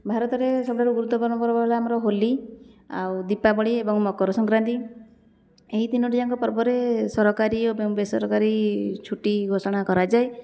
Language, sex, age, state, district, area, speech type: Odia, female, 30-45, Odisha, Jajpur, rural, spontaneous